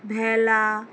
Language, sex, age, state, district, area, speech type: Bengali, female, 30-45, West Bengal, Alipurduar, rural, spontaneous